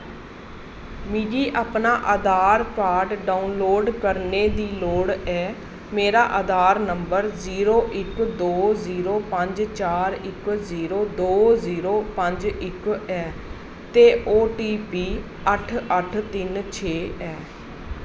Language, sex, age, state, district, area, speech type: Dogri, female, 30-45, Jammu and Kashmir, Jammu, urban, read